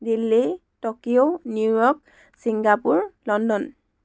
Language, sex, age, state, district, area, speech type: Assamese, female, 18-30, Assam, Dibrugarh, rural, spontaneous